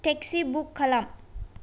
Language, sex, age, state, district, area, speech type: Bodo, female, 18-30, Assam, Kokrajhar, rural, read